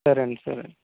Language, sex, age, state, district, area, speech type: Telugu, male, 18-30, Andhra Pradesh, N T Rama Rao, urban, conversation